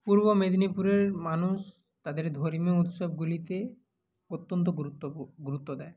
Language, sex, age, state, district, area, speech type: Bengali, male, 30-45, West Bengal, Purba Medinipur, rural, spontaneous